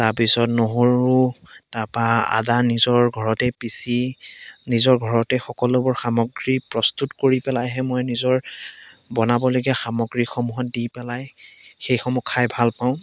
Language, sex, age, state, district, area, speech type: Assamese, male, 18-30, Assam, Biswanath, rural, spontaneous